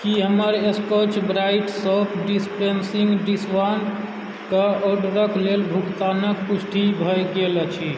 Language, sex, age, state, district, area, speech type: Maithili, male, 18-30, Bihar, Supaul, rural, read